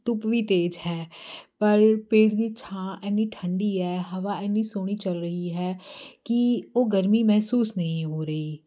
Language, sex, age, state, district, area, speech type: Punjabi, female, 30-45, Punjab, Jalandhar, urban, spontaneous